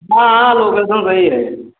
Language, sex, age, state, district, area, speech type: Hindi, male, 60+, Uttar Pradesh, Ayodhya, rural, conversation